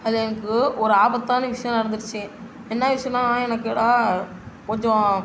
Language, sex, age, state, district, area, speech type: Tamil, male, 18-30, Tamil Nadu, Tiruchirappalli, rural, spontaneous